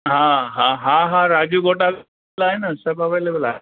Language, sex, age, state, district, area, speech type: Sindhi, male, 60+, Maharashtra, Thane, urban, conversation